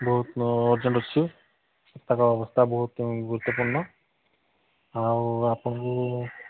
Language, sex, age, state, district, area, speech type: Odia, male, 45-60, Odisha, Sambalpur, rural, conversation